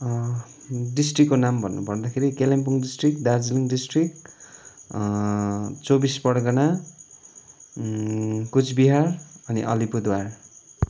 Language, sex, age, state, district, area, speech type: Nepali, male, 45-60, West Bengal, Kalimpong, rural, spontaneous